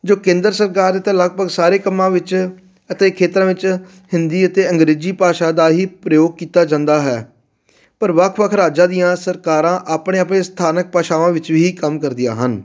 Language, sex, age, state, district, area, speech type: Punjabi, male, 30-45, Punjab, Fatehgarh Sahib, urban, spontaneous